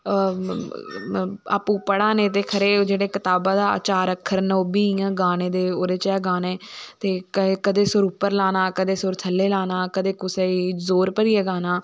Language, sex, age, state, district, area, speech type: Dogri, female, 18-30, Jammu and Kashmir, Samba, rural, spontaneous